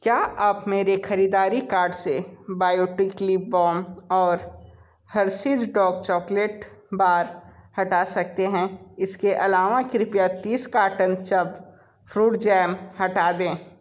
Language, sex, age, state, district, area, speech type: Hindi, male, 18-30, Uttar Pradesh, Sonbhadra, rural, read